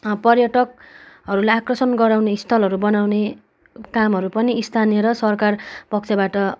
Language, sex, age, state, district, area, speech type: Nepali, female, 18-30, West Bengal, Kalimpong, rural, spontaneous